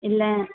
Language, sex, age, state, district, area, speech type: Tamil, female, 18-30, Tamil Nadu, Kanyakumari, rural, conversation